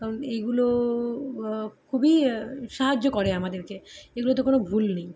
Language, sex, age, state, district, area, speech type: Bengali, female, 30-45, West Bengal, Kolkata, urban, spontaneous